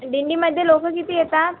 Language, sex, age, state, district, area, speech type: Marathi, female, 18-30, Maharashtra, Nagpur, rural, conversation